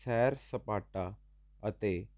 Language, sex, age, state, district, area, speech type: Punjabi, male, 18-30, Punjab, Jalandhar, urban, spontaneous